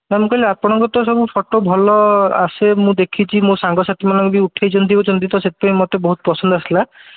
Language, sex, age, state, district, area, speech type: Odia, male, 45-60, Odisha, Bhadrak, rural, conversation